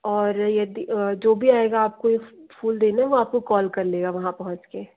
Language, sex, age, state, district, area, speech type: Hindi, female, 60+, Madhya Pradesh, Bhopal, urban, conversation